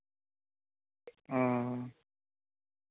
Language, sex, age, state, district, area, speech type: Santali, male, 18-30, West Bengal, Bankura, rural, conversation